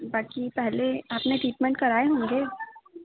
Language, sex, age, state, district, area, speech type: Hindi, female, 18-30, Madhya Pradesh, Chhindwara, urban, conversation